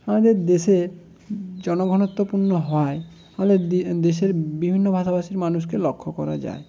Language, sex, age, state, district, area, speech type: Bengali, male, 18-30, West Bengal, Jhargram, rural, spontaneous